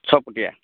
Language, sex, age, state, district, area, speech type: Odia, male, 45-60, Odisha, Rayagada, rural, conversation